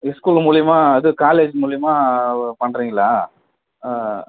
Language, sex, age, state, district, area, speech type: Tamil, male, 45-60, Tamil Nadu, Vellore, rural, conversation